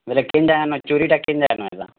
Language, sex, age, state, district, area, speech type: Odia, male, 18-30, Odisha, Bargarh, urban, conversation